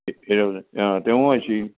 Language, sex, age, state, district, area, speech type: Assamese, male, 60+, Assam, Udalguri, urban, conversation